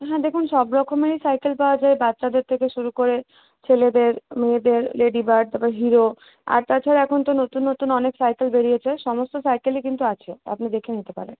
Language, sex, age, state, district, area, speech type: Bengali, female, 30-45, West Bengal, Purulia, urban, conversation